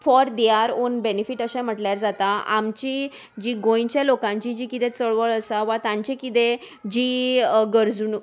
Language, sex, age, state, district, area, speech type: Goan Konkani, female, 30-45, Goa, Salcete, urban, spontaneous